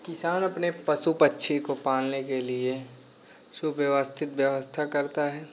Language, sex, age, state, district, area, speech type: Hindi, male, 18-30, Uttar Pradesh, Pratapgarh, rural, spontaneous